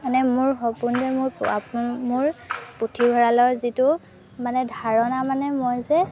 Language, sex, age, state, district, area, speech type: Assamese, female, 18-30, Assam, Golaghat, urban, spontaneous